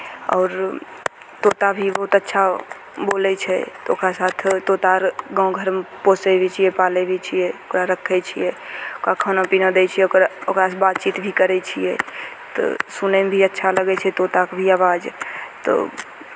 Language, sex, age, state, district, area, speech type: Maithili, female, 18-30, Bihar, Begusarai, urban, spontaneous